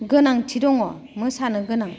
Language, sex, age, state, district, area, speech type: Bodo, female, 45-60, Assam, Udalguri, rural, spontaneous